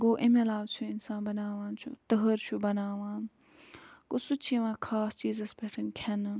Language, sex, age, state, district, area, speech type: Kashmiri, female, 45-60, Jammu and Kashmir, Budgam, rural, spontaneous